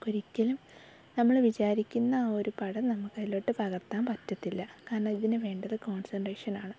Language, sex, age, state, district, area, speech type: Malayalam, female, 18-30, Kerala, Thiruvananthapuram, rural, spontaneous